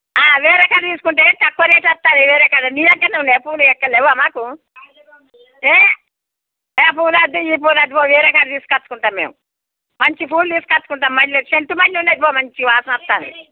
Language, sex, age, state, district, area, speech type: Telugu, female, 60+, Telangana, Jagtial, rural, conversation